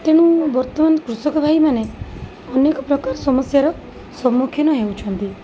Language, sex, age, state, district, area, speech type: Odia, female, 30-45, Odisha, Cuttack, urban, spontaneous